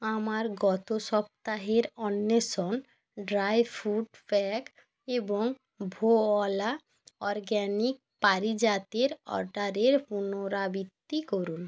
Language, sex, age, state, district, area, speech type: Bengali, female, 18-30, West Bengal, Jalpaiguri, rural, read